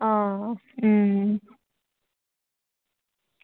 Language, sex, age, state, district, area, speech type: Dogri, female, 30-45, Jammu and Kashmir, Udhampur, rural, conversation